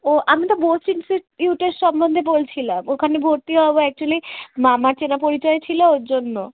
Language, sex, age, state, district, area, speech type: Bengali, female, 18-30, West Bengal, Darjeeling, rural, conversation